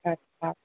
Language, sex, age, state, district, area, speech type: Sindhi, female, 18-30, Rajasthan, Ajmer, urban, conversation